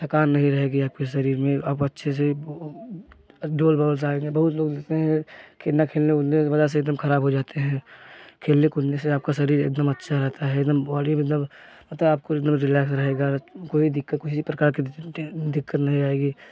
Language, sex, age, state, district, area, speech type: Hindi, male, 18-30, Uttar Pradesh, Jaunpur, urban, spontaneous